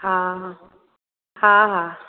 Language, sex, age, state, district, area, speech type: Sindhi, female, 45-60, Maharashtra, Thane, urban, conversation